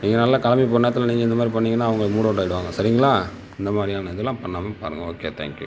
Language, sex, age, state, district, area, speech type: Tamil, male, 60+, Tamil Nadu, Sivaganga, urban, spontaneous